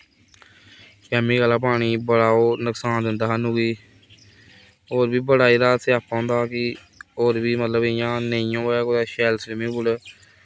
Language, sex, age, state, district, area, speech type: Dogri, male, 18-30, Jammu and Kashmir, Kathua, rural, spontaneous